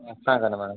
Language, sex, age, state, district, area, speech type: Marathi, male, 30-45, Maharashtra, Yavatmal, rural, conversation